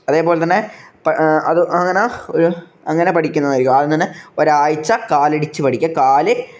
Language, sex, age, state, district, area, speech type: Malayalam, male, 18-30, Kerala, Kannur, rural, spontaneous